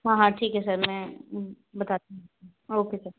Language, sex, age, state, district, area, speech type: Hindi, female, 30-45, Madhya Pradesh, Gwalior, rural, conversation